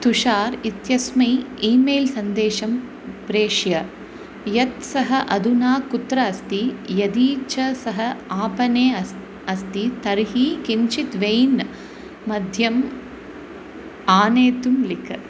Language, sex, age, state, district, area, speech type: Sanskrit, female, 30-45, Tamil Nadu, Karur, rural, read